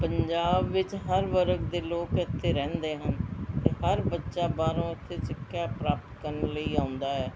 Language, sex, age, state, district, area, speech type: Punjabi, female, 60+, Punjab, Mohali, urban, spontaneous